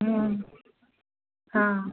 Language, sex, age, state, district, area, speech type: Hindi, female, 60+, Madhya Pradesh, Jabalpur, urban, conversation